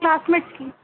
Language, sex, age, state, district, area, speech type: Urdu, female, 18-30, Delhi, North East Delhi, urban, conversation